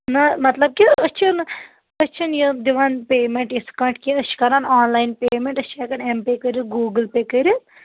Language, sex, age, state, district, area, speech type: Kashmiri, female, 30-45, Jammu and Kashmir, Anantnag, rural, conversation